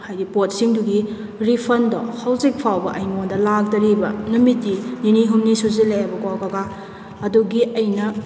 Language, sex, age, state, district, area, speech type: Manipuri, female, 30-45, Manipur, Kakching, rural, spontaneous